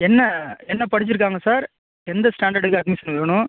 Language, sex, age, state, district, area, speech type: Tamil, male, 30-45, Tamil Nadu, Ariyalur, rural, conversation